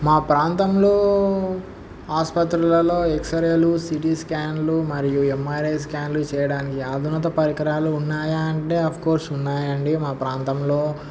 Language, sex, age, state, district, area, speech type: Telugu, male, 18-30, Andhra Pradesh, Sri Satya Sai, urban, spontaneous